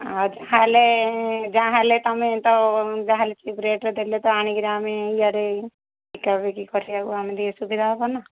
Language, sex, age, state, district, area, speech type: Odia, female, 45-60, Odisha, Ganjam, urban, conversation